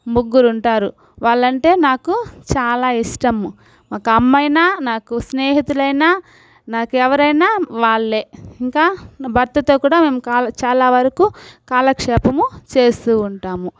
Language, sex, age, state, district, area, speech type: Telugu, female, 45-60, Andhra Pradesh, Sri Balaji, urban, spontaneous